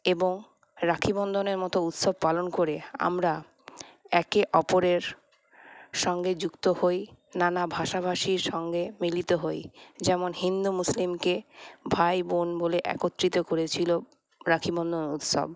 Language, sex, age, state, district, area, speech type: Bengali, female, 30-45, West Bengal, Paschim Bardhaman, urban, spontaneous